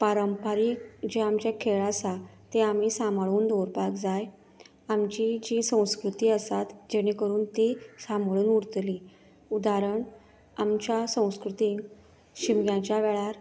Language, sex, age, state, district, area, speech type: Goan Konkani, female, 30-45, Goa, Canacona, rural, spontaneous